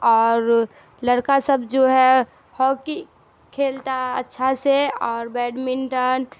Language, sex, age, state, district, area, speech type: Urdu, female, 18-30, Bihar, Darbhanga, rural, spontaneous